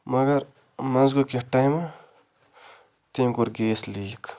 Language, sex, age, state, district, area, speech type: Kashmiri, male, 30-45, Jammu and Kashmir, Budgam, rural, spontaneous